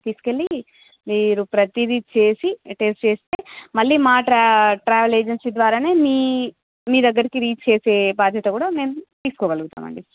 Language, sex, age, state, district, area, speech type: Telugu, female, 18-30, Andhra Pradesh, Srikakulam, urban, conversation